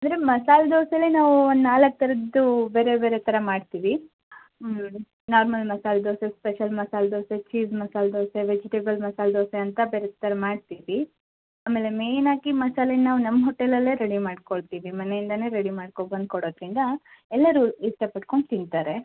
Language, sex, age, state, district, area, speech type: Kannada, female, 30-45, Karnataka, Shimoga, rural, conversation